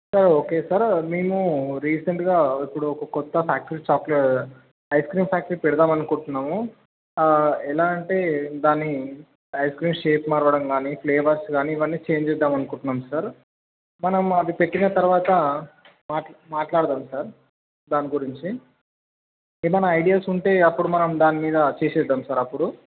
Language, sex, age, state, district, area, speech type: Telugu, male, 18-30, Telangana, Medchal, urban, conversation